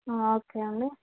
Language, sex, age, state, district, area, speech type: Telugu, female, 30-45, Telangana, Karimnagar, rural, conversation